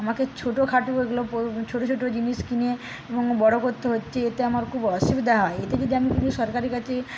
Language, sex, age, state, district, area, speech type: Bengali, female, 30-45, West Bengal, Paschim Medinipur, rural, spontaneous